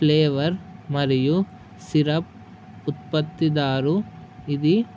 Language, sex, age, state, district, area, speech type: Telugu, male, 18-30, Telangana, Mahabubabad, urban, spontaneous